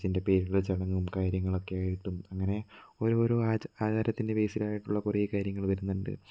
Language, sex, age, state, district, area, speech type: Malayalam, male, 18-30, Kerala, Kozhikode, rural, spontaneous